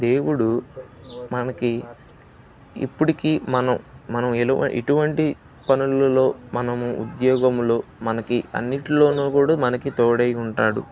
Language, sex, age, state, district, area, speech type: Telugu, male, 18-30, Andhra Pradesh, Bapatla, rural, spontaneous